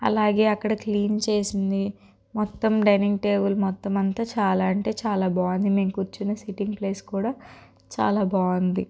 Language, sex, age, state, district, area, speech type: Telugu, female, 30-45, Andhra Pradesh, Guntur, urban, spontaneous